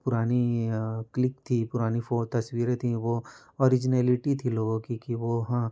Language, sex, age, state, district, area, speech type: Hindi, male, 30-45, Madhya Pradesh, Betul, urban, spontaneous